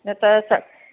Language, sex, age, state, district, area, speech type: Sindhi, female, 60+, Delhi, South Delhi, urban, conversation